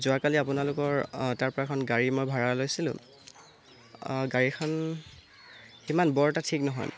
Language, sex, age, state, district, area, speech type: Assamese, male, 18-30, Assam, Tinsukia, urban, spontaneous